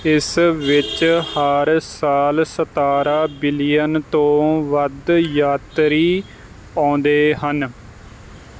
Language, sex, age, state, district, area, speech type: Punjabi, male, 18-30, Punjab, Kapurthala, rural, read